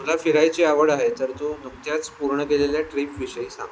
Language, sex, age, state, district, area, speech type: Marathi, female, 30-45, Maharashtra, Mumbai Suburban, urban, spontaneous